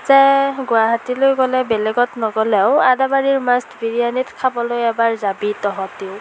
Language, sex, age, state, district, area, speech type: Assamese, female, 45-60, Assam, Morigaon, urban, spontaneous